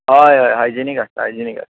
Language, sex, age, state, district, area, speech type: Goan Konkani, male, 45-60, Goa, Bardez, urban, conversation